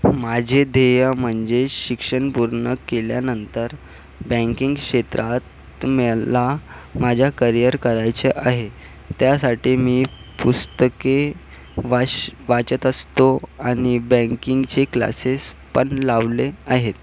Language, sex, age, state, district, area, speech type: Marathi, male, 18-30, Maharashtra, Nagpur, urban, spontaneous